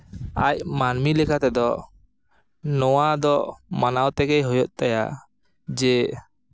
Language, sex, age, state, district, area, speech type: Santali, male, 30-45, West Bengal, Jhargram, rural, spontaneous